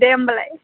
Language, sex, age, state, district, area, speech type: Bodo, female, 18-30, Assam, Chirang, rural, conversation